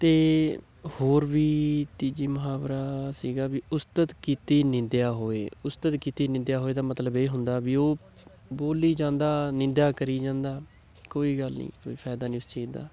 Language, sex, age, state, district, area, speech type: Punjabi, male, 18-30, Punjab, Patiala, rural, spontaneous